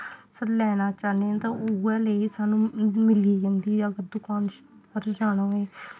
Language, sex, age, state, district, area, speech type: Dogri, female, 18-30, Jammu and Kashmir, Samba, rural, spontaneous